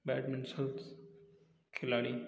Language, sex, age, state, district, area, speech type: Hindi, male, 30-45, Uttar Pradesh, Prayagraj, urban, spontaneous